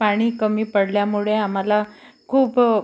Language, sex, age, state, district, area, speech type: Marathi, female, 45-60, Maharashtra, Amravati, urban, spontaneous